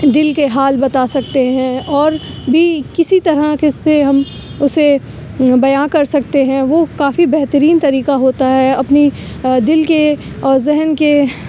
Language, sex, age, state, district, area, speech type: Urdu, female, 18-30, Uttar Pradesh, Aligarh, urban, spontaneous